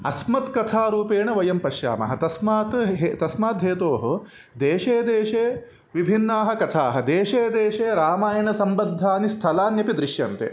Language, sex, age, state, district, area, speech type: Sanskrit, male, 30-45, Karnataka, Udupi, urban, spontaneous